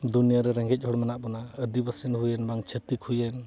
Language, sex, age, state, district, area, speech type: Santali, male, 45-60, Odisha, Mayurbhanj, rural, spontaneous